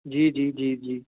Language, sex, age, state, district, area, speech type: Punjabi, male, 18-30, Punjab, Patiala, urban, conversation